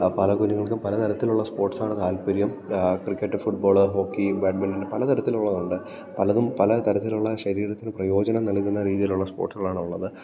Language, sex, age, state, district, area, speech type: Malayalam, male, 18-30, Kerala, Idukki, rural, spontaneous